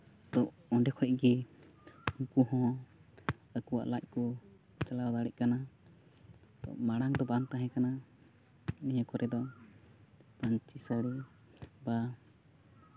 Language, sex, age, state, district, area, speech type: Santali, male, 18-30, West Bengal, Uttar Dinajpur, rural, spontaneous